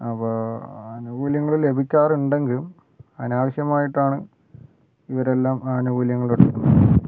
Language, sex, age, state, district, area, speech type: Malayalam, male, 60+, Kerala, Wayanad, rural, spontaneous